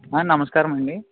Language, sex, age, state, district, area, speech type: Telugu, male, 18-30, Andhra Pradesh, Eluru, rural, conversation